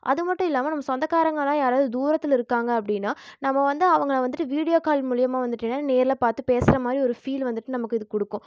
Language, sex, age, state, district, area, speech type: Tamil, female, 18-30, Tamil Nadu, Erode, rural, spontaneous